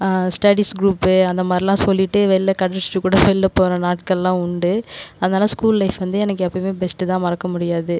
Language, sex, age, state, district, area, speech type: Tamil, female, 18-30, Tamil Nadu, Cuddalore, urban, spontaneous